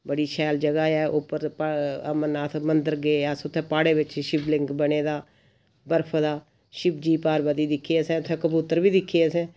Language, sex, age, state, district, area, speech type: Dogri, female, 45-60, Jammu and Kashmir, Samba, rural, spontaneous